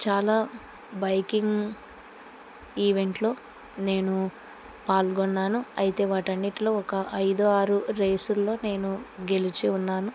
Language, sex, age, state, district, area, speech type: Telugu, female, 45-60, Andhra Pradesh, Kurnool, rural, spontaneous